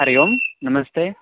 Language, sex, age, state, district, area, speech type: Sanskrit, male, 18-30, Karnataka, Mandya, rural, conversation